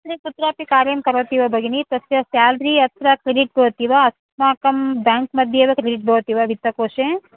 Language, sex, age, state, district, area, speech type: Sanskrit, female, 30-45, Karnataka, Bangalore Urban, urban, conversation